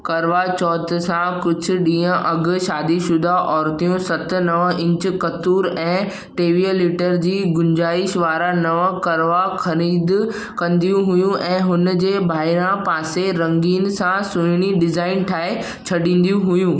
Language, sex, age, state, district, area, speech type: Sindhi, male, 18-30, Maharashtra, Mumbai Suburban, urban, read